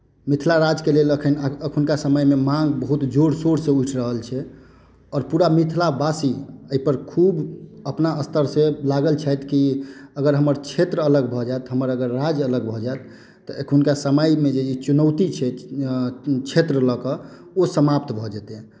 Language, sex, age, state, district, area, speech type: Maithili, male, 18-30, Bihar, Madhubani, rural, spontaneous